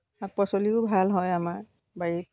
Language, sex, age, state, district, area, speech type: Assamese, female, 60+, Assam, Dhemaji, rural, spontaneous